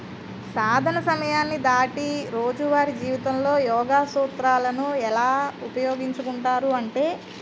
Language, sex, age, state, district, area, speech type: Telugu, female, 45-60, Andhra Pradesh, Eluru, urban, spontaneous